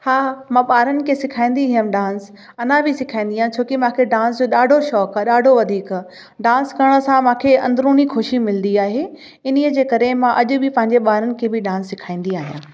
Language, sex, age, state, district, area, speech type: Sindhi, female, 30-45, Uttar Pradesh, Lucknow, urban, spontaneous